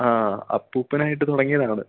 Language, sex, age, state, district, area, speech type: Malayalam, male, 18-30, Kerala, Idukki, rural, conversation